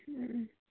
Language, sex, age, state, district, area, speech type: Manipuri, female, 18-30, Manipur, Kangpokpi, urban, conversation